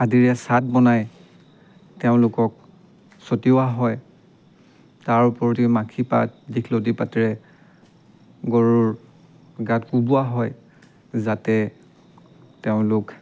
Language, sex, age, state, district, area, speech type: Assamese, male, 30-45, Assam, Dibrugarh, rural, spontaneous